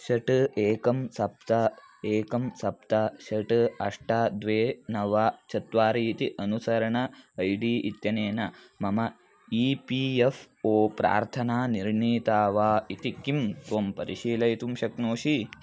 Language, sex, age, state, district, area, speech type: Sanskrit, male, 18-30, Karnataka, Mandya, rural, read